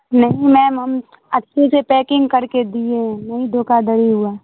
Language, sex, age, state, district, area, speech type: Urdu, female, 45-60, Bihar, Supaul, rural, conversation